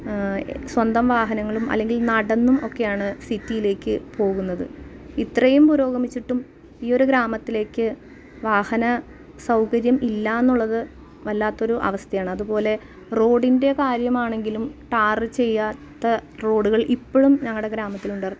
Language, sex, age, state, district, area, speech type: Malayalam, female, 30-45, Kerala, Ernakulam, rural, spontaneous